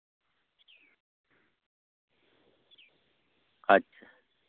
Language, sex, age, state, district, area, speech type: Santali, male, 45-60, West Bengal, Purulia, rural, conversation